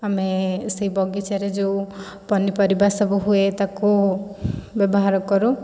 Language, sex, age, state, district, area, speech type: Odia, female, 18-30, Odisha, Kendrapara, urban, spontaneous